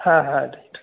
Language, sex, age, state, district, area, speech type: Bengali, male, 18-30, West Bengal, Jalpaiguri, urban, conversation